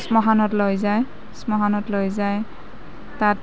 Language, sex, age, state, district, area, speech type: Assamese, female, 30-45, Assam, Nalbari, rural, spontaneous